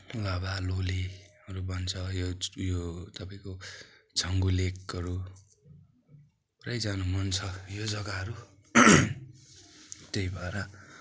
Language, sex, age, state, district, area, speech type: Nepali, male, 30-45, West Bengal, Darjeeling, rural, spontaneous